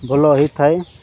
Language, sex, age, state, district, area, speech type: Odia, male, 45-60, Odisha, Nabarangpur, rural, spontaneous